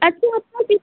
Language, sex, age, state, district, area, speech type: Hindi, female, 18-30, Madhya Pradesh, Seoni, urban, conversation